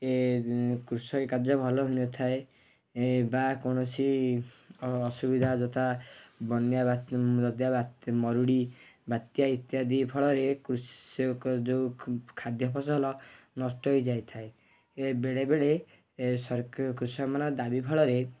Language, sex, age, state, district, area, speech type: Odia, male, 18-30, Odisha, Kendujhar, urban, spontaneous